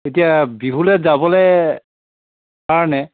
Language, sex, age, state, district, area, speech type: Assamese, male, 45-60, Assam, Dhemaji, rural, conversation